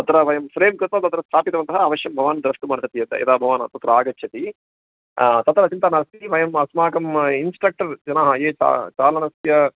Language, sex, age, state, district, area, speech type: Sanskrit, male, 45-60, Karnataka, Bangalore Urban, urban, conversation